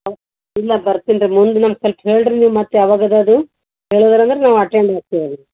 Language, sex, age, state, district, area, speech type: Kannada, female, 45-60, Karnataka, Gulbarga, urban, conversation